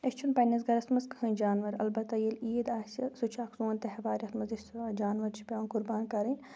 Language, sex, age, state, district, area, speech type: Kashmiri, female, 18-30, Jammu and Kashmir, Shopian, urban, spontaneous